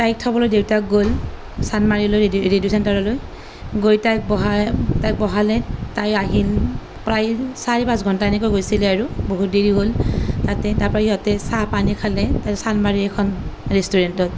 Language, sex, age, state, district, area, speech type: Assamese, female, 30-45, Assam, Nalbari, rural, spontaneous